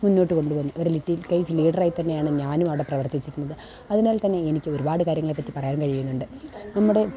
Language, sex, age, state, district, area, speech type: Malayalam, female, 18-30, Kerala, Kollam, urban, spontaneous